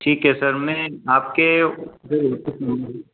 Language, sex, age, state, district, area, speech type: Hindi, male, 18-30, Madhya Pradesh, Ujjain, rural, conversation